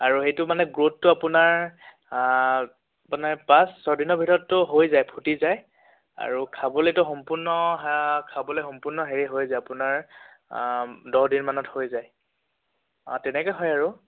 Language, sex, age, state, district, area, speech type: Assamese, male, 18-30, Assam, Tinsukia, urban, conversation